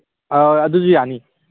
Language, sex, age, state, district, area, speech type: Manipuri, male, 18-30, Manipur, Kangpokpi, urban, conversation